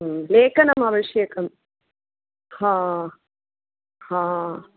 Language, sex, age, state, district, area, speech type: Sanskrit, female, 45-60, Tamil Nadu, Tiruchirappalli, urban, conversation